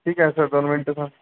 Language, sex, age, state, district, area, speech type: Marathi, male, 18-30, Maharashtra, Yavatmal, rural, conversation